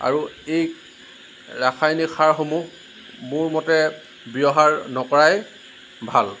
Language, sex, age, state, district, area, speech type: Assamese, male, 45-60, Assam, Lakhimpur, rural, spontaneous